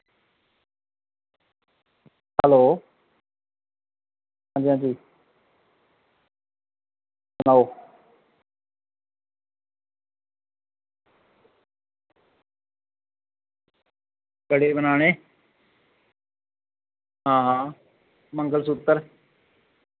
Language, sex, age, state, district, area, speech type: Dogri, male, 30-45, Jammu and Kashmir, Reasi, rural, conversation